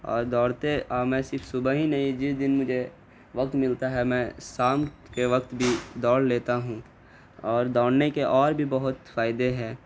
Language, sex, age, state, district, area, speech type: Urdu, male, 18-30, Bihar, Gaya, urban, spontaneous